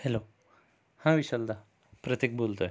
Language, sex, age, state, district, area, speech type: Marathi, male, 30-45, Maharashtra, Amravati, rural, spontaneous